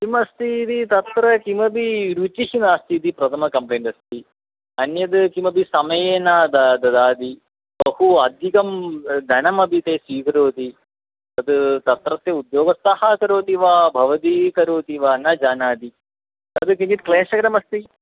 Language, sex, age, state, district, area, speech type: Sanskrit, male, 30-45, Kerala, Ernakulam, rural, conversation